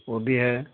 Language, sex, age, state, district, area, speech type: Urdu, male, 45-60, Bihar, Araria, rural, conversation